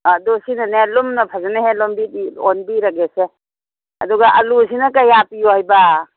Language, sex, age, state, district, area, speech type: Manipuri, female, 60+, Manipur, Imphal West, rural, conversation